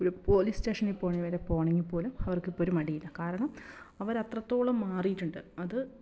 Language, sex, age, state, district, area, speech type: Malayalam, female, 30-45, Kerala, Malappuram, rural, spontaneous